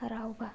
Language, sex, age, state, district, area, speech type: Manipuri, female, 18-30, Manipur, Thoubal, rural, read